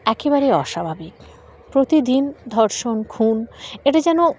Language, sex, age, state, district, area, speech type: Bengali, female, 30-45, West Bengal, Dakshin Dinajpur, urban, spontaneous